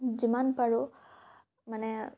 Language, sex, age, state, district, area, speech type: Assamese, female, 18-30, Assam, Morigaon, rural, spontaneous